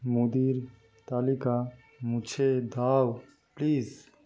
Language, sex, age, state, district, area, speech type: Bengali, male, 45-60, West Bengal, Nadia, rural, read